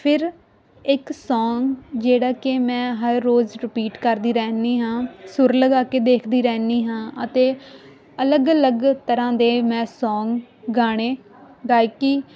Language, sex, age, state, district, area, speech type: Punjabi, female, 18-30, Punjab, Muktsar, rural, spontaneous